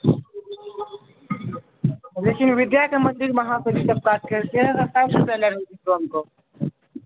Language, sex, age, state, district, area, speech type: Maithili, male, 18-30, Bihar, Supaul, rural, conversation